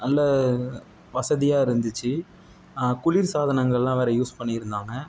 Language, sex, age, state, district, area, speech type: Tamil, male, 60+, Tamil Nadu, Tiruvarur, rural, spontaneous